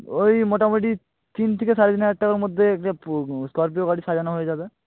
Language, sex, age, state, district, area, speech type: Bengali, male, 18-30, West Bengal, North 24 Parganas, rural, conversation